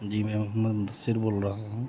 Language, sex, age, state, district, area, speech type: Urdu, male, 30-45, Bihar, Gaya, urban, spontaneous